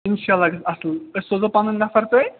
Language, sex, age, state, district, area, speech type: Kashmiri, male, 30-45, Jammu and Kashmir, Srinagar, urban, conversation